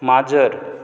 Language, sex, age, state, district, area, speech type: Goan Konkani, male, 60+, Goa, Canacona, rural, read